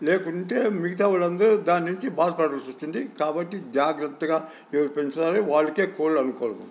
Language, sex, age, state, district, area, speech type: Telugu, male, 60+, Andhra Pradesh, Sri Satya Sai, urban, spontaneous